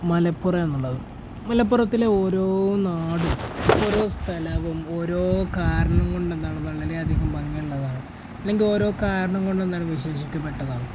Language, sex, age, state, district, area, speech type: Malayalam, male, 18-30, Kerala, Malappuram, rural, spontaneous